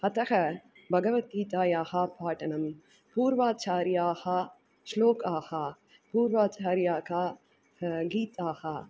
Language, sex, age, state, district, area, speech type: Sanskrit, female, 45-60, Tamil Nadu, Tiruchirappalli, urban, spontaneous